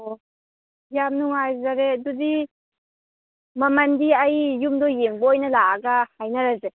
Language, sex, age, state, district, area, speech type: Manipuri, female, 18-30, Manipur, Kangpokpi, urban, conversation